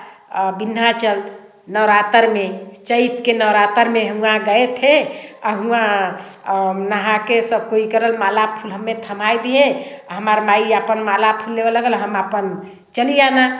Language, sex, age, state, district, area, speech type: Hindi, female, 60+, Uttar Pradesh, Varanasi, rural, spontaneous